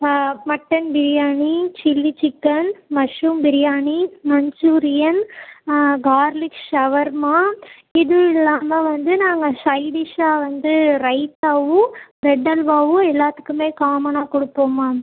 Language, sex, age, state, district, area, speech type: Tamil, female, 18-30, Tamil Nadu, Ariyalur, rural, conversation